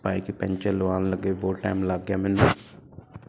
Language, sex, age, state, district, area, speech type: Punjabi, male, 30-45, Punjab, Ludhiana, urban, spontaneous